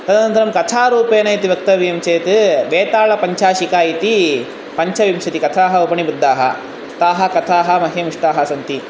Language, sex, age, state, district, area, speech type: Sanskrit, male, 18-30, Tamil Nadu, Chennai, urban, spontaneous